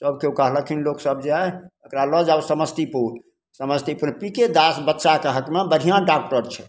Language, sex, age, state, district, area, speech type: Maithili, male, 60+, Bihar, Samastipur, rural, spontaneous